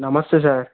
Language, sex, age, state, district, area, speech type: Telugu, male, 18-30, Telangana, Hanamkonda, urban, conversation